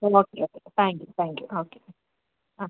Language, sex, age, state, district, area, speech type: Malayalam, female, 45-60, Kerala, Kasaragod, urban, conversation